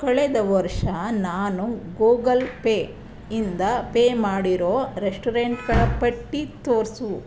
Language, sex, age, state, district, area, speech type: Kannada, female, 30-45, Karnataka, Chamarajanagar, rural, read